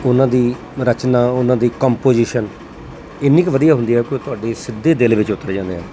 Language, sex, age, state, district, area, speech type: Punjabi, male, 45-60, Punjab, Mansa, urban, spontaneous